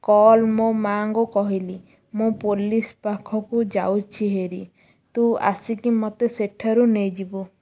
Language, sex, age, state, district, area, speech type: Odia, female, 18-30, Odisha, Ganjam, urban, spontaneous